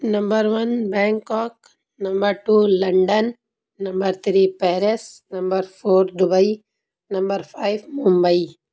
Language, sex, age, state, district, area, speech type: Urdu, female, 30-45, Uttar Pradesh, Lucknow, urban, spontaneous